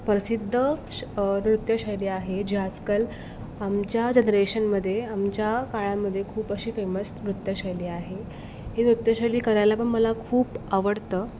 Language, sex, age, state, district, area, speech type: Marathi, female, 18-30, Maharashtra, Raigad, rural, spontaneous